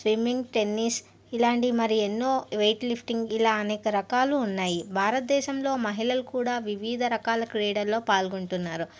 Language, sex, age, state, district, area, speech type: Telugu, female, 60+, Andhra Pradesh, N T Rama Rao, urban, spontaneous